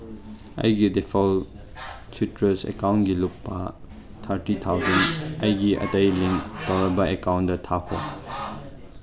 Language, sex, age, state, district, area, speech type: Manipuri, male, 18-30, Manipur, Chandel, rural, read